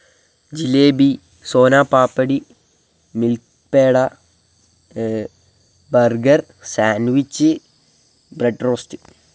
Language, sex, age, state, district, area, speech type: Malayalam, male, 18-30, Kerala, Wayanad, rural, spontaneous